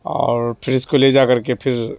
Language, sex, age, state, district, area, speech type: Urdu, male, 30-45, Bihar, Madhubani, rural, spontaneous